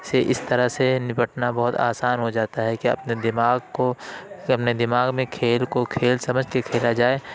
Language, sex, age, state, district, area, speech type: Urdu, male, 45-60, Uttar Pradesh, Lucknow, urban, spontaneous